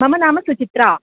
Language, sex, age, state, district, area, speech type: Sanskrit, female, 18-30, Kerala, Ernakulam, urban, conversation